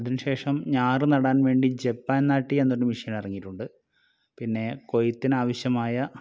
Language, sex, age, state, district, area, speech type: Malayalam, male, 30-45, Kerala, Wayanad, rural, spontaneous